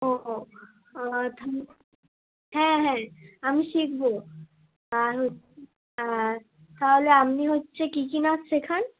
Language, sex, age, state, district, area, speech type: Bengali, female, 18-30, West Bengal, Bankura, urban, conversation